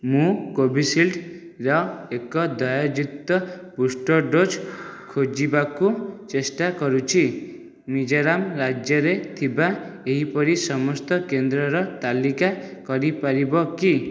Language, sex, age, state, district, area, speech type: Odia, male, 18-30, Odisha, Jajpur, rural, read